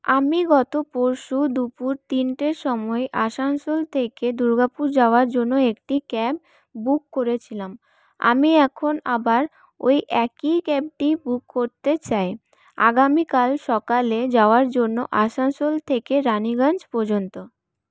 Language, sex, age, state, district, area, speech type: Bengali, female, 18-30, West Bengal, Paschim Bardhaman, urban, spontaneous